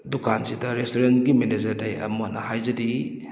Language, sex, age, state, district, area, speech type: Manipuri, male, 30-45, Manipur, Kakching, rural, spontaneous